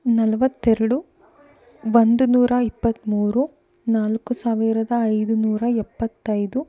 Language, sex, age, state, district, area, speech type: Kannada, female, 30-45, Karnataka, Davanagere, rural, spontaneous